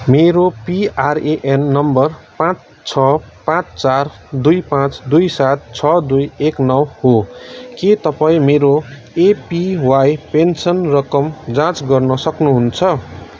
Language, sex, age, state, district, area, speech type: Nepali, male, 30-45, West Bengal, Kalimpong, rural, read